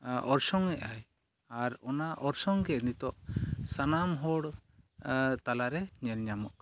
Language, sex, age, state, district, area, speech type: Santali, male, 45-60, Jharkhand, East Singhbhum, rural, spontaneous